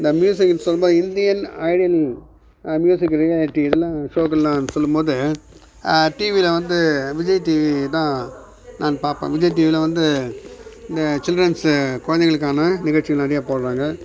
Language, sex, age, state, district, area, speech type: Tamil, male, 60+, Tamil Nadu, Viluppuram, rural, spontaneous